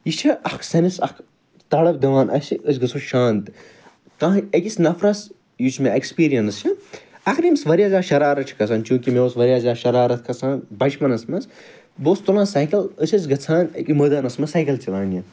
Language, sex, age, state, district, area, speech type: Kashmiri, male, 45-60, Jammu and Kashmir, Ganderbal, urban, spontaneous